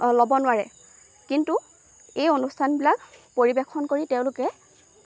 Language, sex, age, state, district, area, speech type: Assamese, female, 18-30, Assam, Lakhimpur, rural, spontaneous